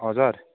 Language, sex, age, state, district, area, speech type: Nepali, male, 30-45, West Bengal, Darjeeling, rural, conversation